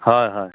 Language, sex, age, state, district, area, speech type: Assamese, male, 45-60, Assam, Golaghat, urban, conversation